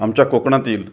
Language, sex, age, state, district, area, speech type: Marathi, male, 45-60, Maharashtra, Raigad, rural, spontaneous